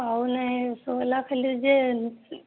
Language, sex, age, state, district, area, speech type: Odia, female, 30-45, Odisha, Boudh, rural, conversation